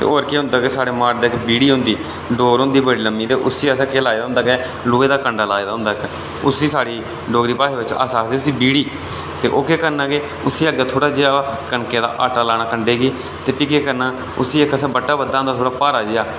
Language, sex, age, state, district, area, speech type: Dogri, male, 18-30, Jammu and Kashmir, Reasi, rural, spontaneous